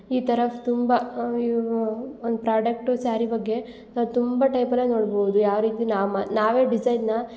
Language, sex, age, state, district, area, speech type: Kannada, female, 18-30, Karnataka, Hassan, rural, spontaneous